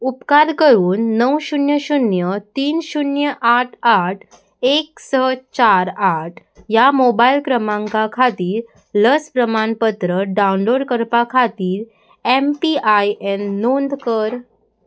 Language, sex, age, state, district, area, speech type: Goan Konkani, female, 18-30, Goa, Salcete, urban, read